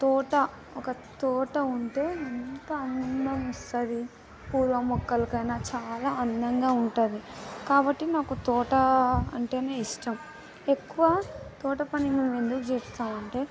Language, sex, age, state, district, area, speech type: Telugu, female, 30-45, Telangana, Vikarabad, rural, spontaneous